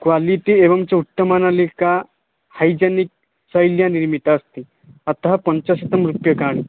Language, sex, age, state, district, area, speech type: Sanskrit, male, 18-30, Odisha, Puri, rural, conversation